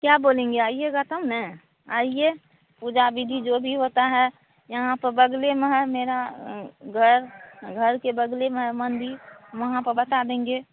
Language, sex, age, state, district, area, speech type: Hindi, female, 45-60, Bihar, Madhepura, rural, conversation